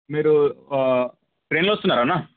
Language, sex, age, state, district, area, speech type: Telugu, male, 18-30, Telangana, Medak, rural, conversation